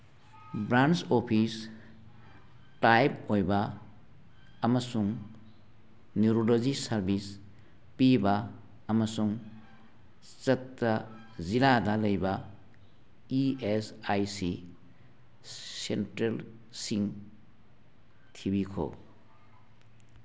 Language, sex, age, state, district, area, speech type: Manipuri, male, 60+, Manipur, Churachandpur, urban, read